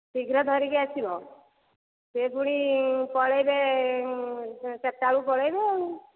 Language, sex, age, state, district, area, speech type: Odia, female, 45-60, Odisha, Dhenkanal, rural, conversation